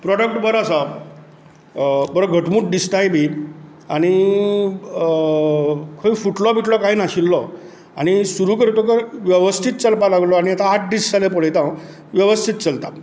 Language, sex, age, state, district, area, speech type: Goan Konkani, male, 60+, Goa, Canacona, rural, spontaneous